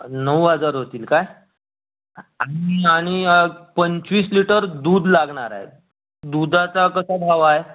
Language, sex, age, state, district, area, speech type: Marathi, male, 30-45, Maharashtra, Raigad, rural, conversation